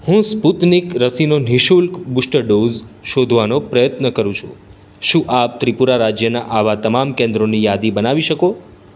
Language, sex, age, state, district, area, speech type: Gujarati, male, 30-45, Gujarat, Surat, urban, read